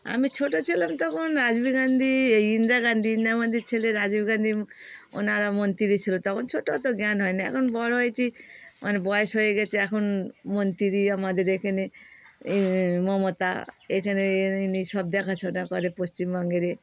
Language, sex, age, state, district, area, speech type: Bengali, female, 60+, West Bengal, Darjeeling, rural, spontaneous